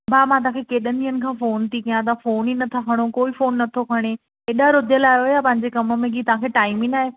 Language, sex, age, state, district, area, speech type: Sindhi, female, 18-30, Maharashtra, Thane, urban, conversation